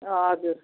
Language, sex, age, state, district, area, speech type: Nepali, female, 45-60, West Bengal, Jalpaiguri, urban, conversation